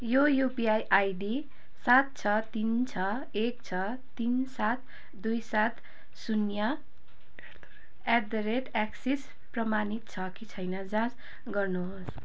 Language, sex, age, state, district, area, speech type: Nepali, female, 30-45, West Bengal, Darjeeling, rural, read